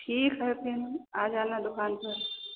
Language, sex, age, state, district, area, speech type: Hindi, female, 45-60, Uttar Pradesh, Ayodhya, rural, conversation